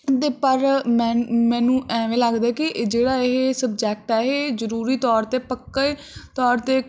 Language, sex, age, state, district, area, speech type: Punjabi, female, 18-30, Punjab, Barnala, urban, spontaneous